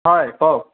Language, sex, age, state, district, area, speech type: Assamese, male, 30-45, Assam, Kamrup Metropolitan, rural, conversation